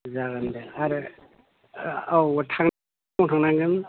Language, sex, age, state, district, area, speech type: Bodo, male, 45-60, Assam, Udalguri, urban, conversation